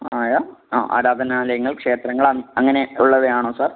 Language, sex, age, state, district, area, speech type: Malayalam, male, 18-30, Kerala, Kannur, rural, conversation